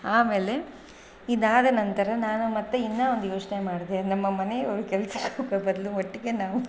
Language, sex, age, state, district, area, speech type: Kannada, female, 30-45, Karnataka, Bangalore Rural, rural, spontaneous